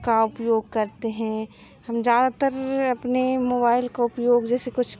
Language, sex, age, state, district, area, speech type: Hindi, female, 18-30, Madhya Pradesh, Seoni, urban, spontaneous